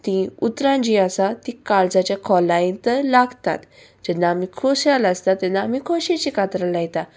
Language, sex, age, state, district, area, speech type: Goan Konkani, female, 18-30, Goa, Salcete, urban, spontaneous